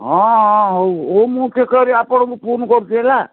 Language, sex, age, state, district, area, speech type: Odia, male, 60+, Odisha, Gajapati, rural, conversation